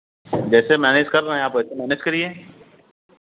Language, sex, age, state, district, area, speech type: Hindi, male, 30-45, Uttar Pradesh, Hardoi, rural, conversation